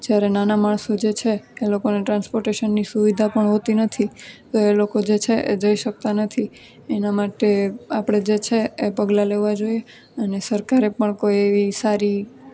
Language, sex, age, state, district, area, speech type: Gujarati, female, 18-30, Gujarat, Junagadh, urban, spontaneous